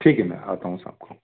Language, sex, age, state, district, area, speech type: Hindi, male, 30-45, Madhya Pradesh, Gwalior, rural, conversation